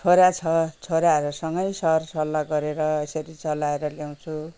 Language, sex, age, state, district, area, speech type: Nepali, female, 60+, West Bengal, Kalimpong, rural, spontaneous